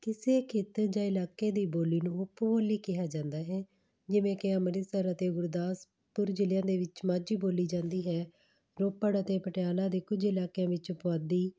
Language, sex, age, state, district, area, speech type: Punjabi, female, 30-45, Punjab, Patiala, urban, spontaneous